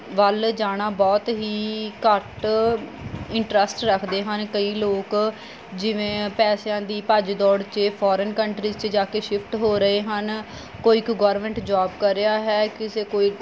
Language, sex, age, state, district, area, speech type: Punjabi, female, 30-45, Punjab, Mansa, urban, spontaneous